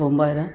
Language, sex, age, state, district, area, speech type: Santali, male, 30-45, West Bengal, Dakshin Dinajpur, rural, spontaneous